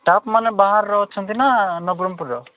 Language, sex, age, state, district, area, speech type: Odia, male, 18-30, Odisha, Nabarangpur, urban, conversation